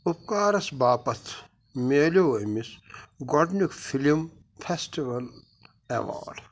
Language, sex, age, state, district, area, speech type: Kashmiri, male, 45-60, Jammu and Kashmir, Pulwama, rural, read